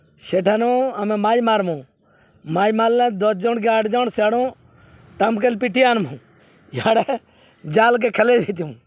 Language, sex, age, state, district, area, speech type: Odia, male, 45-60, Odisha, Balangir, urban, spontaneous